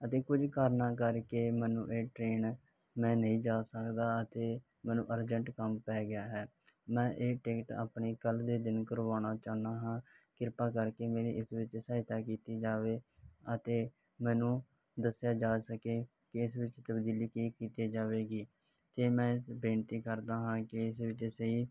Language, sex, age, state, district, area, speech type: Punjabi, male, 18-30, Punjab, Barnala, rural, spontaneous